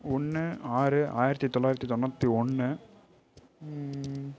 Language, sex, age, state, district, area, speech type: Tamil, male, 18-30, Tamil Nadu, Kallakurichi, urban, spontaneous